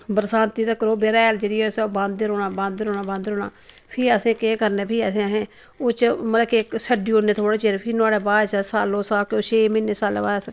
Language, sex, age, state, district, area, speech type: Dogri, female, 30-45, Jammu and Kashmir, Samba, rural, spontaneous